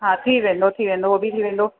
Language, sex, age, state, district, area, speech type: Sindhi, female, 45-60, Uttar Pradesh, Lucknow, urban, conversation